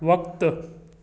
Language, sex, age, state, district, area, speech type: Sindhi, male, 18-30, Gujarat, Junagadh, urban, read